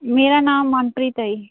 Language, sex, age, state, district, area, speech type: Punjabi, female, 30-45, Punjab, Muktsar, urban, conversation